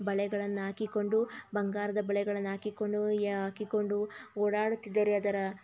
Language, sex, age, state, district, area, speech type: Kannada, female, 45-60, Karnataka, Tumkur, rural, spontaneous